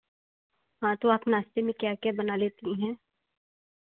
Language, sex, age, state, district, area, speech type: Hindi, female, 18-30, Uttar Pradesh, Chandauli, urban, conversation